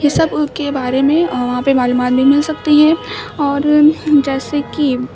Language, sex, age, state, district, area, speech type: Urdu, female, 18-30, Uttar Pradesh, Mau, urban, spontaneous